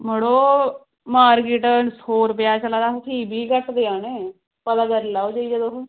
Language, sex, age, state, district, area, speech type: Dogri, female, 18-30, Jammu and Kashmir, Samba, rural, conversation